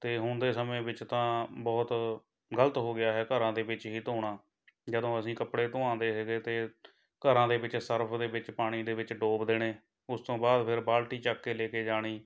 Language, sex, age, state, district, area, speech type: Punjabi, male, 30-45, Punjab, Shaheed Bhagat Singh Nagar, rural, spontaneous